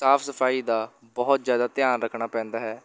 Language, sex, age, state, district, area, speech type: Punjabi, male, 18-30, Punjab, Shaheed Bhagat Singh Nagar, urban, spontaneous